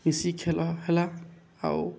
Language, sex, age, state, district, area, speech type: Odia, male, 18-30, Odisha, Balangir, urban, spontaneous